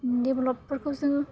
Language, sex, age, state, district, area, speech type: Bodo, female, 18-30, Assam, Udalguri, rural, spontaneous